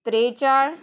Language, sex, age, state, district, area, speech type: Marathi, female, 30-45, Maharashtra, Wardha, rural, spontaneous